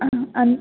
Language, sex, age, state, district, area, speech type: Kannada, female, 18-30, Karnataka, Udupi, rural, conversation